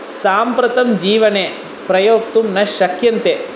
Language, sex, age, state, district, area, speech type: Sanskrit, male, 18-30, Tamil Nadu, Chennai, urban, spontaneous